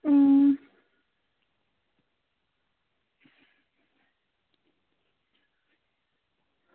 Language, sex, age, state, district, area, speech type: Dogri, female, 18-30, Jammu and Kashmir, Reasi, rural, conversation